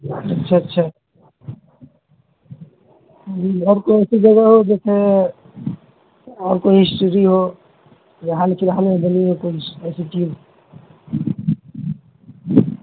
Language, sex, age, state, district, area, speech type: Urdu, male, 18-30, Bihar, Madhubani, rural, conversation